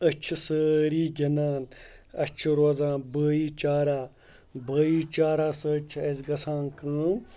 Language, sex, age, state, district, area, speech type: Kashmiri, male, 18-30, Jammu and Kashmir, Ganderbal, rural, spontaneous